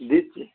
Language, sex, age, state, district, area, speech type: Bengali, male, 45-60, West Bengal, Dakshin Dinajpur, rural, conversation